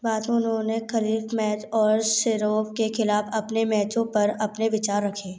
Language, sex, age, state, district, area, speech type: Hindi, female, 18-30, Madhya Pradesh, Gwalior, rural, read